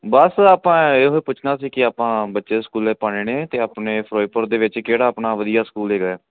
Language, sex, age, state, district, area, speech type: Punjabi, male, 18-30, Punjab, Firozpur, rural, conversation